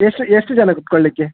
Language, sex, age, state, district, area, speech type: Kannada, male, 45-60, Karnataka, Udupi, rural, conversation